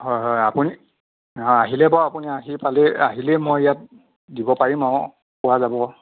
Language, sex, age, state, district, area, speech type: Assamese, male, 30-45, Assam, Nagaon, rural, conversation